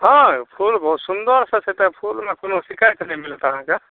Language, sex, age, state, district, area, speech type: Maithili, male, 45-60, Bihar, Madhepura, rural, conversation